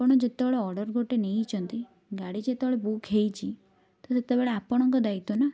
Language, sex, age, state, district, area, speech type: Odia, female, 18-30, Odisha, Kendujhar, urban, spontaneous